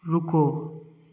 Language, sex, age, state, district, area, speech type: Hindi, male, 18-30, Bihar, Samastipur, urban, read